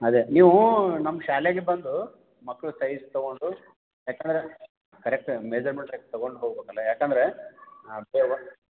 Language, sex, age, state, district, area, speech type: Kannada, male, 45-60, Karnataka, Gulbarga, urban, conversation